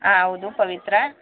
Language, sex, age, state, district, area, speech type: Kannada, female, 30-45, Karnataka, Mandya, rural, conversation